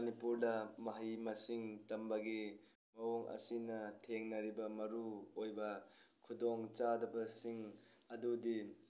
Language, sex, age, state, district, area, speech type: Manipuri, male, 30-45, Manipur, Tengnoupal, urban, spontaneous